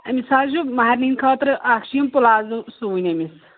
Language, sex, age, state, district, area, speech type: Kashmiri, female, 30-45, Jammu and Kashmir, Anantnag, rural, conversation